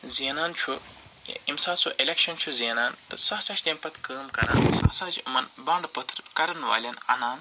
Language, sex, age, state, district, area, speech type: Kashmiri, male, 45-60, Jammu and Kashmir, Srinagar, urban, spontaneous